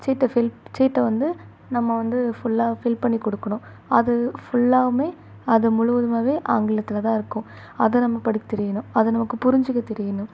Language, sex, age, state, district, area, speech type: Tamil, female, 18-30, Tamil Nadu, Chennai, urban, spontaneous